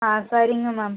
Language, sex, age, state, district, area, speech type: Tamil, female, 18-30, Tamil Nadu, Cuddalore, rural, conversation